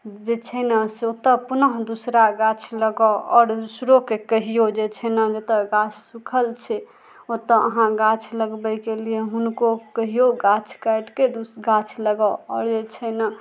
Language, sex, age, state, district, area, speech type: Maithili, female, 30-45, Bihar, Madhubani, rural, spontaneous